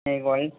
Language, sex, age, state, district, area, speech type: Kannada, male, 60+, Karnataka, Shimoga, rural, conversation